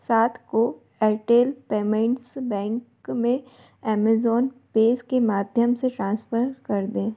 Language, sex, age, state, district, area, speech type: Hindi, female, 30-45, Madhya Pradesh, Bhopal, urban, read